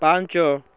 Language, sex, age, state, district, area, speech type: Odia, male, 18-30, Odisha, Cuttack, urban, read